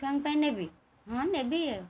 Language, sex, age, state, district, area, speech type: Odia, female, 45-60, Odisha, Kendrapara, urban, spontaneous